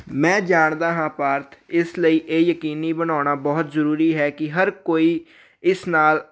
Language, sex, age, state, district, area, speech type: Punjabi, male, 18-30, Punjab, Hoshiarpur, rural, read